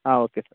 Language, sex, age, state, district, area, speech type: Kannada, male, 18-30, Karnataka, Uttara Kannada, rural, conversation